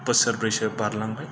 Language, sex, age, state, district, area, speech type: Bodo, male, 45-60, Assam, Kokrajhar, rural, spontaneous